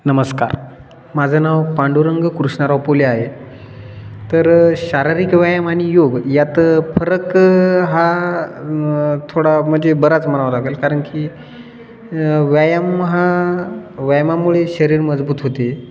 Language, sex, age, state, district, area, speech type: Marathi, male, 18-30, Maharashtra, Hingoli, rural, spontaneous